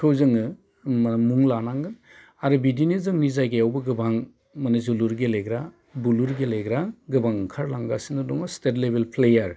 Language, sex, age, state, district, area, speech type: Bodo, male, 45-60, Assam, Udalguri, urban, spontaneous